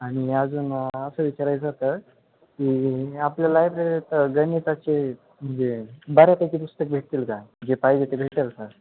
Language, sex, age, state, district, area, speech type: Marathi, male, 18-30, Maharashtra, Ahmednagar, rural, conversation